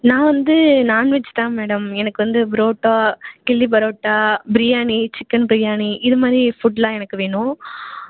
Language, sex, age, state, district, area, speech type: Tamil, female, 30-45, Tamil Nadu, Tiruvarur, rural, conversation